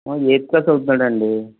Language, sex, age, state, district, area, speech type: Telugu, male, 45-60, Andhra Pradesh, Eluru, urban, conversation